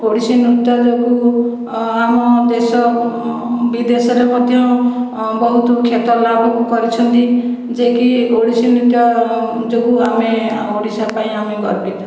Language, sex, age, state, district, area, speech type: Odia, female, 60+, Odisha, Khordha, rural, spontaneous